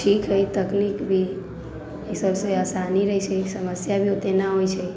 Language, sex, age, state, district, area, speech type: Maithili, female, 18-30, Bihar, Sitamarhi, rural, spontaneous